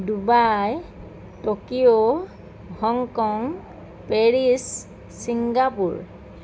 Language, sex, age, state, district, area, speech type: Assamese, female, 45-60, Assam, Lakhimpur, rural, spontaneous